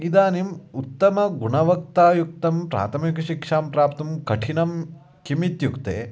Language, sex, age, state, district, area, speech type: Sanskrit, male, 18-30, Karnataka, Uttara Kannada, rural, spontaneous